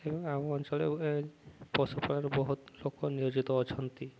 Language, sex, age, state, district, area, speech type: Odia, male, 18-30, Odisha, Subarnapur, urban, spontaneous